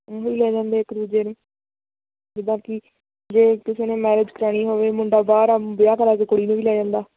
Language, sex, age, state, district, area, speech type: Punjabi, female, 18-30, Punjab, Hoshiarpur, rural, conversation